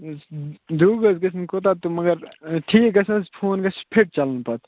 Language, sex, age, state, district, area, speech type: Kashmiri, male, 18-30, Jammu and Kashmir, Kupwara, urban, conversation